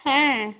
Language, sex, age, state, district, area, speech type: Bengali, female, 30-45, West Bengal, Cooch Behar, rural, conversation